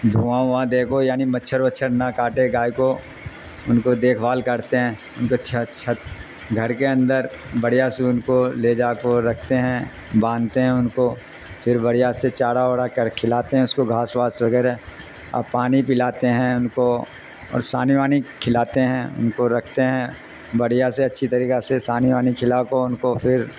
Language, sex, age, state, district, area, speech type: Urdu, male, 60+, Bihar, Darbhanga, rural, spontaneous